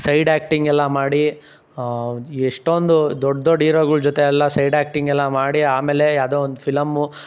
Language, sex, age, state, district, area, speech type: Kannada, male, 30-45, Karnataka, Tumkur, rural, spontaneous